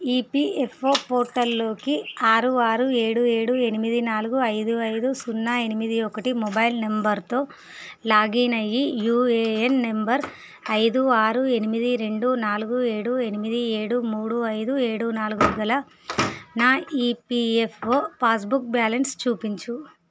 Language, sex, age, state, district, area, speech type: Telugu, female, 30-45, Andhra Pradesh, Visakhapatnam, urban, read